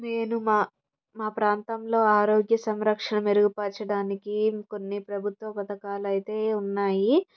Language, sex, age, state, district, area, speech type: Telugu, female, 18-30, Andhra Pradesh, Palnadu, rural, spontaneous